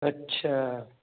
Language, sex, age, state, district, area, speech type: Hindi, male, 60+, Madhya Pradesh, Gwalior, rural, conversation